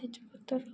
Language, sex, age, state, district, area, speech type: Odia, female, 18-30, Odisha, Rayagada, rural, spontaneous